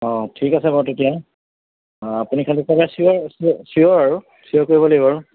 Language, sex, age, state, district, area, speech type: Assamese, male, 45-60, Assam, Golaghat, urban, conversation